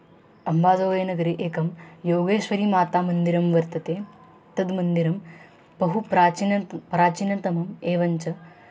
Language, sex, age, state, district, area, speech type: Sanskrit, female, 18-30, Maharashtra, Beed, rural, spontaneous